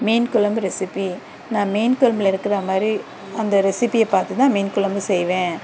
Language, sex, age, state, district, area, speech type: Tamil, female, 45-60, Tamil Nadu, Dharmapuri, urban, spontaneous